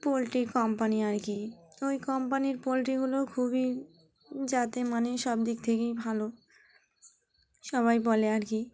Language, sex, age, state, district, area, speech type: Bengali, female, 30-45, West Bengal, Dakshin Dinajpur, urban, spontaneous